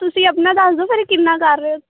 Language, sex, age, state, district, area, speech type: Punjabi, female, 18-30, Punjab, Ludhiana, rural, conversation